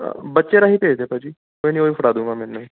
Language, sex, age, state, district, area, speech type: Punjabi, male, 18-30, Punjab, Kapurthala, urban, conversation